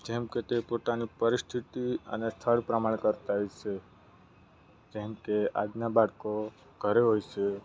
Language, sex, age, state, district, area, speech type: Gujarati, male, 18-30, Gujarat, Narmada, rural, spontaneous